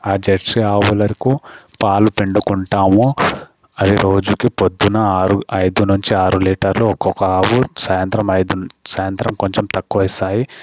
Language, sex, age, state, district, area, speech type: Telugu, male, 18-30, Telangana, Medchal, rural, spontaneous